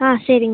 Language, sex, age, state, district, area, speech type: Tamil, male, 18-30, Tamil Nadu, Tiruchirappalli, rural, conversation